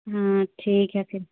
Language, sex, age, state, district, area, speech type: Hindi, female, 30-45, Uttar Pradesh, Hardoi, rural, conversation